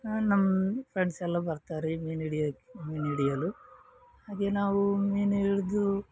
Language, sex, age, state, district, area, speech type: Kannada, male, 30-45, Karnataka, Udupi, rural, spontaneous